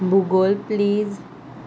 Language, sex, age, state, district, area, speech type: Goan Konkani, female, 18-30, Goa, Salcete, urban, read